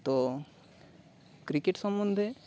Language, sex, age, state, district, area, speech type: Bengali, male, 30-45, West Bengal, Nadia, rural, spontaneous